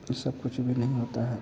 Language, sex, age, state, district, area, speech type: Hindi, male, 45-60, Bihar, Vaishali, urban, spontaneous